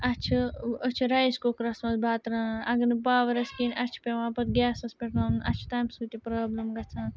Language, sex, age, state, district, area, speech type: Kashmiri, female, 30-45, Jammu and Kashmir, Srinagar, urban, spontaneous